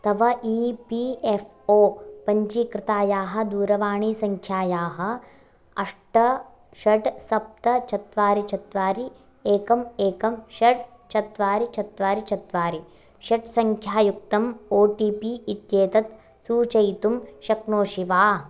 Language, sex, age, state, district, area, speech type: Sanskrit, female, 18-30, Karnataka, Bagalkot, urban, read